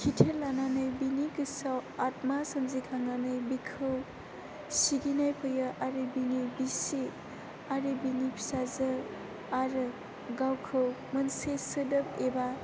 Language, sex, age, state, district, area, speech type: Bodo, female, 18-30, Assam, Chirang, urban, spontaneous